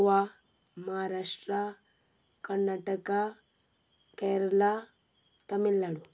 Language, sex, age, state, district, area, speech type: Goan Konkani, female, 18-30, Goa, Quepem, rural, spontaneous